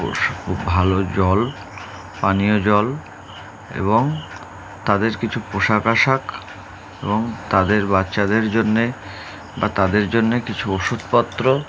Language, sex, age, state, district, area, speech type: Bengali, male, 30-45, West Bengal, Howrah, urban, spontaneous